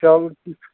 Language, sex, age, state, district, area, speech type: Kashmiri, male, 30-45, Jammu and Kashmir, Srinagar, urban, conversation